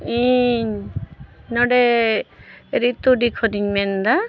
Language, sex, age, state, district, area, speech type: Santali, female, 45-60, Jharkhand, Bokaro, rural, spontaneous